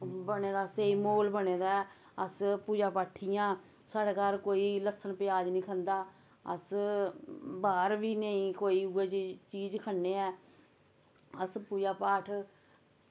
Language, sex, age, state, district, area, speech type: Dogri, female, 45-60, Jammu and Kashmir, Samba, urban, spontaneous